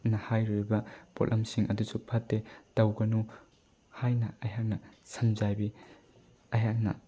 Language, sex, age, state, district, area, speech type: Manipuri, male, 18-30, Manipur, Bishnupur, rural, spontaneous